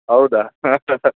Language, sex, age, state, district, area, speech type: Kannada, male, 30-45, Karnataka, Udupi, rural, conversation